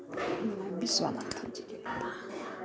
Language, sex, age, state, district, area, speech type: Hindi, female, 60+, Uttar Pradesh, Chandauli, urban, spontaneous